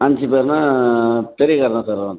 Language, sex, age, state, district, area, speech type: Tamil, male, 45-60, Tamil Nadu, Tenkasi, rural, conversation